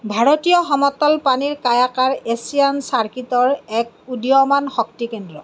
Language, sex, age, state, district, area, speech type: Assamese, female, 30-45, Assam, Kamrup Metropolitan, urban, read